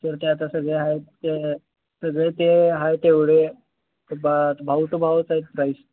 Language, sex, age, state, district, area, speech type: Marathi, male, 18-30, Maharashtra, Sangli, urban, conversation